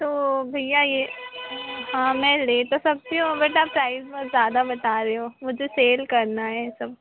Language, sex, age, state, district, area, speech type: Hindi, female, 18-30, Madhya Pradesh, Harda, urban, conversation